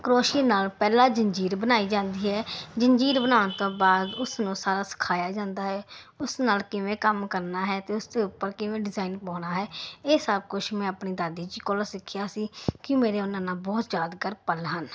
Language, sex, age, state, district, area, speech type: Punjabi, female, 30-45, Punjab, Ludhiana, urban, spontaneous